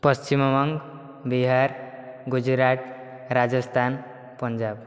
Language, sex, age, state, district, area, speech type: Odia, male, 18-30, Odisha, Dhenkanal, rural, spontaneous